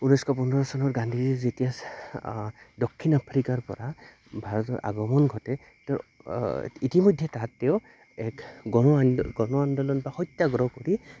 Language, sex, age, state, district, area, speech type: Assamese, male, 18-30, Assam, Goalpara, rural, spontaneous